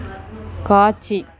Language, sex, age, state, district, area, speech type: Tamil, female, 30-45, Tamil Nadu, Perambalur, rural, read